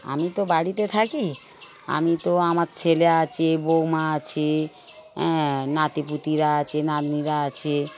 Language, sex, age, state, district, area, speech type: Bengali, female, 60+, West Bengal, Darjeeling, rural, spontaneous